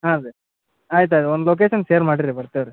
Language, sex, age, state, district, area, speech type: Kannada, male, 18-30, Karnataka, Dharwad, rural, conversation